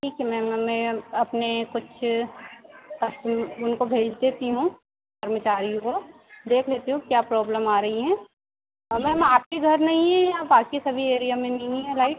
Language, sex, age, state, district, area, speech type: Hindi, female, 18-30, Madhya Pradesh, Harda, urban, conversation